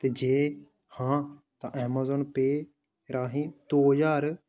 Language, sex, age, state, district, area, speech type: Dogri, male, 18-30, Jammu and Kashmir, Samba, rural, read